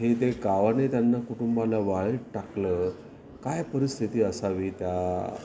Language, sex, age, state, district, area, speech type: Marathi, male, 45-60, Maharashtra, Nashik, urban, spontaneous